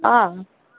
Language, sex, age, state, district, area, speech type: Nepali, male, 18-30, West Bengal, Alipurduar, urban, conversation